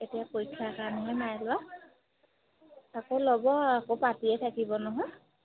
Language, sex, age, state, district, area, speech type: Assamese, female, 30-45, Assam, Majuli, urban, conversation